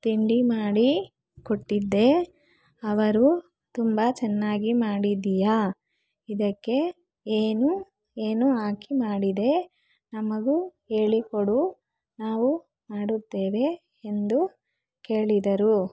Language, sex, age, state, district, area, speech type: Kannada, female, 45-60, Karnataka, Bangalore Rural, rural, spontaneous